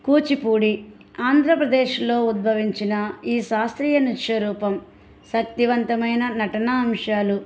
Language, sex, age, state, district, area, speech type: Telugu, female, 45-60, Andhra Pradesh, Eluru, rural, spontaneous